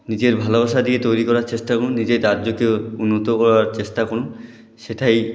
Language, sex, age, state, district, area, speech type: Bengali, male, 18-30, West Bengal, Jalpaiguri, rural, spontaneous